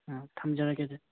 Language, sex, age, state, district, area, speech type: Manipuri, male, 30-45, Manipur, Thoubal, rural, conversation